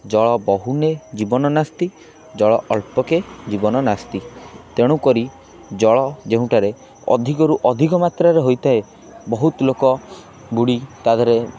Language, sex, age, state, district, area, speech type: Odia, male, 18-30, Odisha, Kendrapara, urban, spontaneous